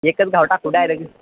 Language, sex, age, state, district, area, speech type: Marathi, male, 18-30, Maharashtra, Satara, urban, conversation